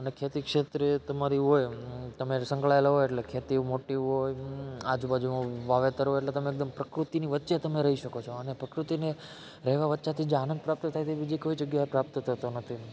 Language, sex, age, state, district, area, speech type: Gujarati, male, 30-45, Gujarat, Rajkot, rural, spontaneous